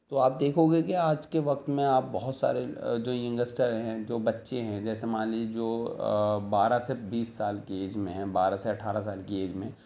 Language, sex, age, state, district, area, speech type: Urdu, male, 30-45, Delhi, South Delhi, rural, spontaneous